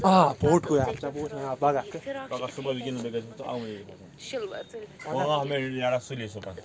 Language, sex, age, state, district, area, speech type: Kashmiri, female, 18-30, Jammu and Kashmir, Bandipora, rural, spontaneous